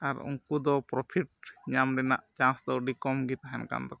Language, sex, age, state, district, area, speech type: Santali, male, 18-30, Jharkhand, Pakur, rural, spontaneous